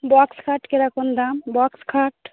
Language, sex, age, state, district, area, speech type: Bengali, female, 30-45, West Bengal, Darjeeling, urban, conversation